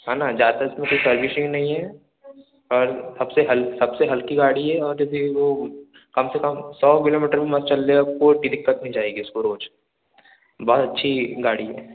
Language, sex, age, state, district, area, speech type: Hindi, male, 18-30, Madhya Pradesh, Balaghat, rural, conversation